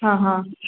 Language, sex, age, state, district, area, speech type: Kannada, female, 18-30, Karnataka, Hassan, urban, conversation